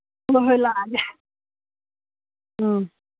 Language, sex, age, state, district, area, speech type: Manipuri, female, 45-60, Manipur, Imphal East, rural, conversation